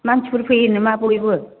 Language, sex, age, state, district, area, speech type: Bodo, female, 60+, Assam, Chirang, urban, conversation